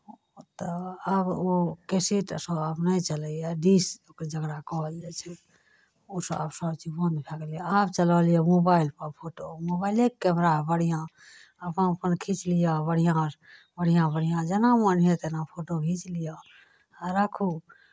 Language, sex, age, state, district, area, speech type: Maithili, female, 30-45, Bihar, Araria, rural, spontaneous